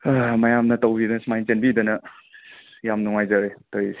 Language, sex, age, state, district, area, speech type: Manipuri, male, 30-45, Manipur, Imphal West, urban, conversation